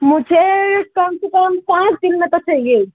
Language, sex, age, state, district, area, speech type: Urdu, male, 45-60, Maharashtra, Nashik, urban, conversation